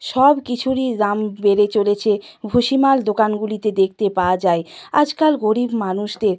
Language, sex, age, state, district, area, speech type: Bengali, female, 60+, West Bengal, Purba Medinipur, rural, spontaneous